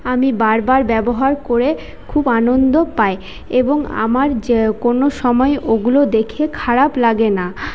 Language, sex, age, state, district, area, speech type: Bengali, female, 30-45, West Bengal, Paschim Bardhaman, urban, spontaneous